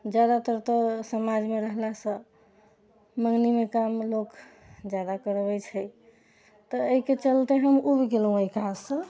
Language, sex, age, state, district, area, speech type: Maithili, female, 60+, Bihar, Sitamarhi, urban, spontaneous